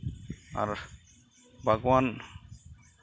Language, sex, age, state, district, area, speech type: Santali, male, 45-60, West Bengal, Uttar Dinajpur, rural, spontaneous